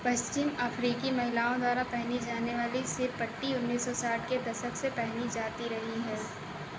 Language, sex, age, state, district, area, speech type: Hindi, female, 45-60, Uttar Pradesh, Ayodhya, rural, read